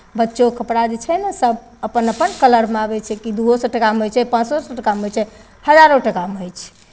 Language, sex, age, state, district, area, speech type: Maithili, female, 60+, Bihar, Madhepura, urban, spontaneous